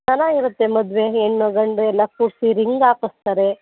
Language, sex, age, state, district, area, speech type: Kannada, female, 30-45, Karnataka, Mandya, urban, conversation